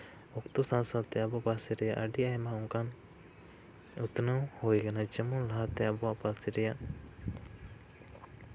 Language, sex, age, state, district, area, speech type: Santali, male, 18-30, West Bengal, Jhargram, rural, spontaneous